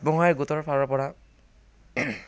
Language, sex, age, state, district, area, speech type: Assamese, male, 18-30, Assam, Kamrup Metropolitan, rural, spontaneous